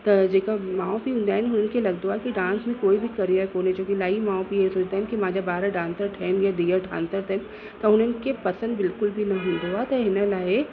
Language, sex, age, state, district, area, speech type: Sindhi, female, 30-45, Uttar Pradesh, Lucknow, urban, spontaneous